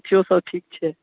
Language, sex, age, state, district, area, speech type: Maithili, male, 18-30, Bihar, Darbhanga, rural, conversation